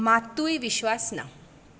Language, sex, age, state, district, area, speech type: Goan Konkani, female, 18-30, Goa, Bardez, urban, spontaneous